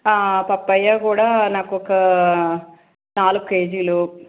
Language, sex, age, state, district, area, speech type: Telugu, male, 18-30, Andhra Pradesh, Guntur, urban, conversation